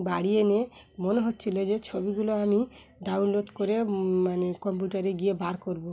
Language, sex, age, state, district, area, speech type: Bengali, female, 30-45, West Bengal, Dakshin Dinajpur, urban, spontaneous